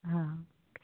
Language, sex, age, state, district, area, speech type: Maithili, female, 60+, Bihar, Begusarai, rural, conversation